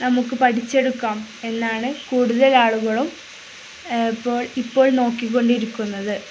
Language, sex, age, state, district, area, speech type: Malayalam, female, 30-45, Kerala, Kozhikode, rural, spontaneous